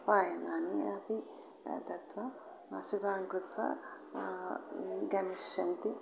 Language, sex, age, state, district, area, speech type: Sanskrit, female, 60+, Telangana, Peddapalli, urban, spontaneous